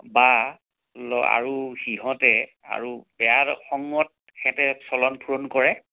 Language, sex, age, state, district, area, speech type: Assamese, male, 60+, Assam, Majuli, urban, conversation